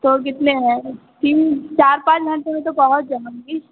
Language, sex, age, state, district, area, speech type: Hindi, female, 30-45, Uttar Pradesh, Sitapur, rural, conversation